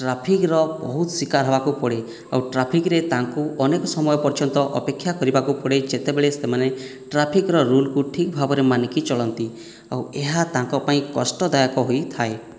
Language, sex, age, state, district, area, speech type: Odia, male, 18-30, Odisha, Boudh, rural, spontaneous